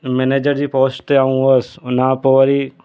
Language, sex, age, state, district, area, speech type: Sindhi, male, 30-45, Gujarat, Surat, urban, spontaneous